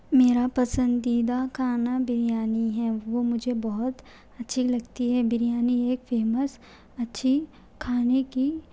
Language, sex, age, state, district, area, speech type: Urdu, female, 18-30, Telangana, Hyderabad, urban, spontaneous